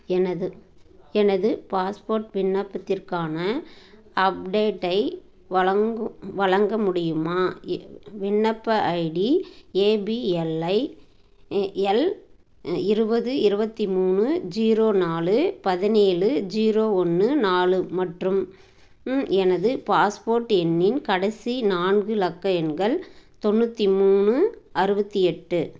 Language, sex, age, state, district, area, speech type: Tamil, female, 30-45, Tamil Nadu, Tirupattur, rural, read